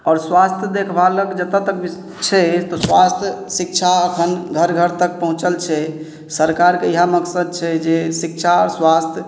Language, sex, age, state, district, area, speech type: Maithili, male, 30-45, Bihar, Madhubani, rural, spontaneous